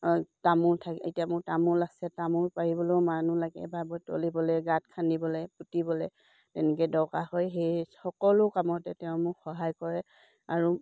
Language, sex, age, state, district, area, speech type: Assamese, female, 45-60, Assam, Dibrugarh, rural, spontaneous